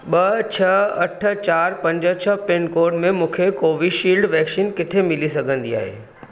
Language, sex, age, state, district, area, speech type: Sindhi, male, 45-60, Maharashtra, Mumbai Suburban, urban, read